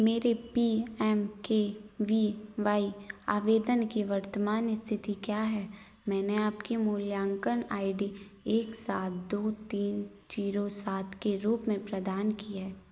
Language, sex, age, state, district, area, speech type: Hindi, female, 18-30, Madhya Pradesh, Narsinghpur, rural, read